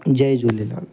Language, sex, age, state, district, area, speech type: Sindhi, male, 18-30, Gujarat, Surat, urban, spontaneous